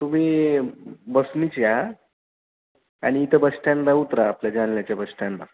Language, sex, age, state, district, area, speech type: Marathi, male, 30-45, Maharashtra, Jalna, rural, conversation